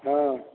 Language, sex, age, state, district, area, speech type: Maithili, male, 45-60, Bihar, Begusarai, rural, conversation